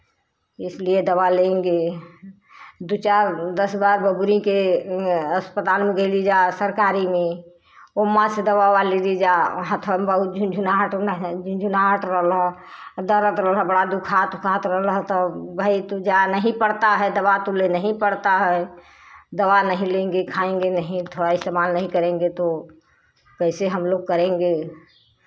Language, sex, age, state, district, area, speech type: Hindi, female, 60+, Uttar Pradesh, Chandauli, rural, spontaneous